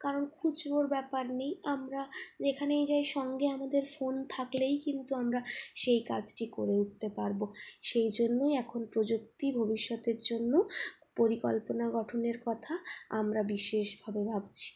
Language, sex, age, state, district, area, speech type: Bengali, female, 45-60, West Bengal, Purulia, urban, spontaneous